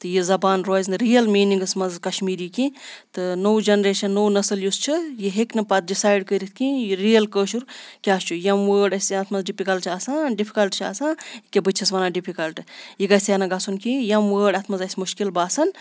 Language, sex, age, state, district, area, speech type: Kashmiri, female, 30-45, Jammu and Kashmir, Kupwara, urban, spontaneous